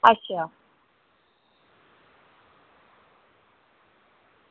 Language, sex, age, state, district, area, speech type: Dogri, female, 30-45, Jammu and Kashmir, Reasi, rural, conversation